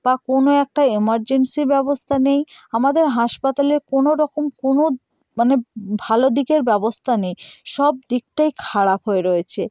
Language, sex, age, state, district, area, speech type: Bengali, female, 30-45, West Bengal, North 24 Parganas, rural, spontaneous